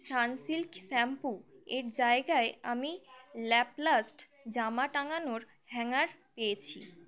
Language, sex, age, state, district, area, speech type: Bengali, female, 18-30, West Bengal, Birbhum, urban, read